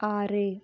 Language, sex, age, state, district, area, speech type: Tamil, female, 18-30, Tamil Nadu, Erode, rural, read